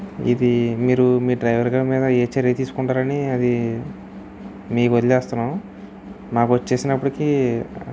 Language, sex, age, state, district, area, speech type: Telugu, male, 18-30, Andhra Pradesh, Kakinada, rural, spontaneous